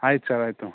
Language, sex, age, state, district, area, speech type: Kannada, male, 18-30, Karnataka, Chikkamagaluru, rural, conversation